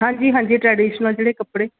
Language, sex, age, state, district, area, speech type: Punjabi, female, 30-45, Punjab, Shaheed Bhagat Singh Nagar, urban, conversation